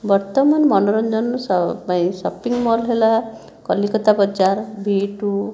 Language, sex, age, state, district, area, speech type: Odia, female, 18-30, Odisha, Jajpur, rural, spontaneous